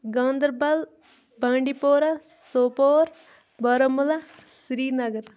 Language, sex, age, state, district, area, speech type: Kashmiri, female, 18-30, Jammu and Kashmir, Bandipora, rural, spontaneous